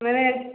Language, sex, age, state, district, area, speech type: Odia, female, 45-60, Odisha, Khordha, rural, conversation